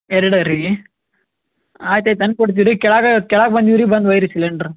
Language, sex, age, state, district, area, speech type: Kannada, male, 18-30, Karnataka, Gulbarga, urban, conversation